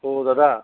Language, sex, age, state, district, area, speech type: Assamese, male, 45-60, Assam, Nagaon, rural, conversation